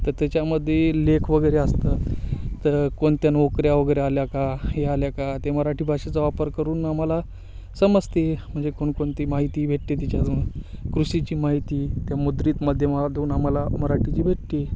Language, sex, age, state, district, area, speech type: Marathi, male, 18-30, Maharashtra, Hingoli, urban, spontaneous